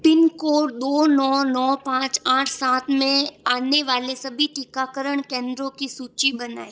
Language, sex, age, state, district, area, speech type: Hindi, female, 18-30, Rajasthan, Jodhpur, urban, read